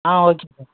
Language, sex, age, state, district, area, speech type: Tamil, male, 45-60, Tamil Nadu, Cuddalore, rural, conversation